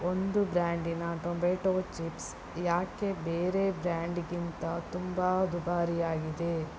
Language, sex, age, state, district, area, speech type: Kannada, female, 30-45, Karnataka, Shimoga, rural, read